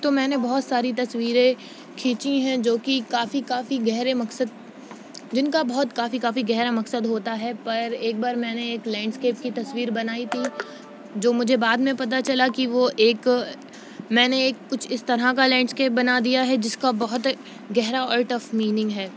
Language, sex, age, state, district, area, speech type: Urdu, female, 18-30, Uttar Pradesh, Shahjahanpur, rural, spontaneous